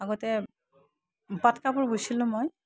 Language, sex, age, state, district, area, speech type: Assamese, female, 60+, Assam, Udalguri, rural, spontaneous